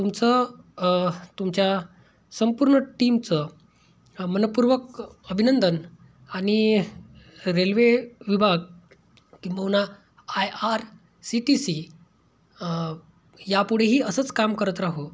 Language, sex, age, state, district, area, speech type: Marathi, male, 30-45, Maharashtra, Amravati, rural, spontaneous